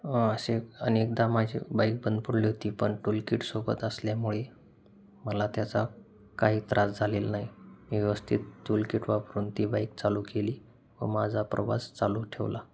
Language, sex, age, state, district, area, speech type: Marathi, male, 30-45, Maharashtra, Osmanabad, rural, spontaneous